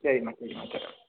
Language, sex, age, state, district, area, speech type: Tamil, male, 18-30, Tamil Nadu, Pudukkottai, rural, conversation